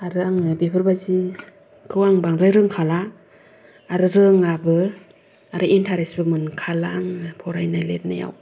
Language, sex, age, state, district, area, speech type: Bodo, female, 30-45, Assam, Kokrajhar, urban, spontaneous